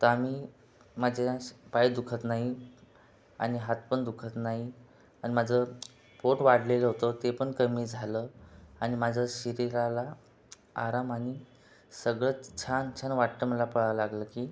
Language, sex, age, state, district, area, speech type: Marathi, other, 18-30, Maharashtra, Buldhana, urban, spontaneous